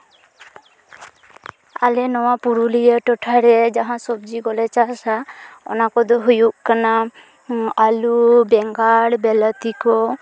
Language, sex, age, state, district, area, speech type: Santali, female, 18-30, West Bengal, Purulia, rural, spontaneous